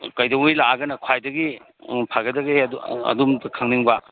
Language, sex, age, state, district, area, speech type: Manipuri, male, 60+, Manipur, Imphal East, urban, conversation